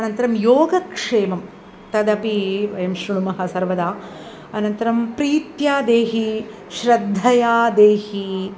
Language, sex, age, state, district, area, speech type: Sanskrit, female, 60+, Tamil Nadu, Chennai, urban, spontaneous